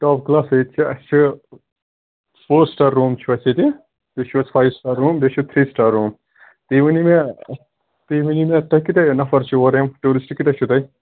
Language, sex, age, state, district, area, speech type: Kashmiri, male, 18-30, Jammu and Kashmir, Ganderbal, rural, conversation